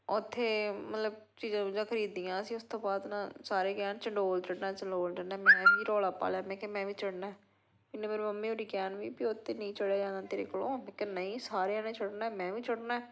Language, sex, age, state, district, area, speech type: Punjabi, female, 30-45, Punjab, Patiala, rural, spontaneous